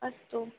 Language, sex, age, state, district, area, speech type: Sanskrit, female, 18-30, Rajasthan, Jaipur, urban, conversation